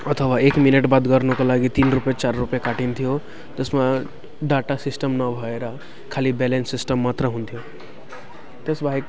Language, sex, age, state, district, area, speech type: Nepali, male, 18-30, West Bengal, Jalpaiguri, rural, spontaneous